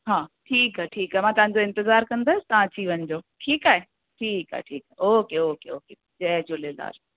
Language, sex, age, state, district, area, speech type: Sindhi, female, 30-45, Uttar Pradesh, Lucknow, urban, conversation